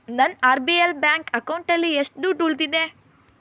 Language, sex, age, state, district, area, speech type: Kannada, female, 18-30, Karnataka, Chitradurga, rural, read